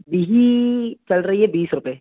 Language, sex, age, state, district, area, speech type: Hindi, male, 18-30, Madhya Pradesh, Jabalpur, urban, conversation